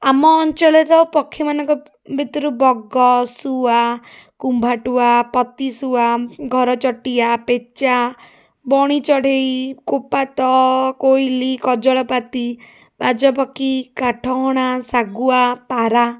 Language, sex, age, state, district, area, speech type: Odia, female, 30-45, Odisha, Puri, urban, spontaneous